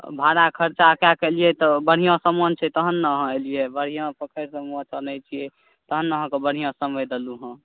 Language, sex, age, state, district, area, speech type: Maithili, male, 18-30, Bihar, Saharsa, rural, conversation